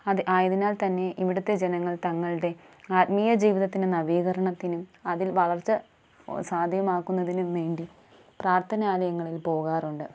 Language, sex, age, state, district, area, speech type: Malayalam, female, 18-30, Kerala, Thiruvananthapuram, rural, spontaneous